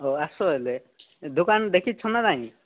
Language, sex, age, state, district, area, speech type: Odia, male, 30-45, Odisha, Nabarangpur, urban, conversation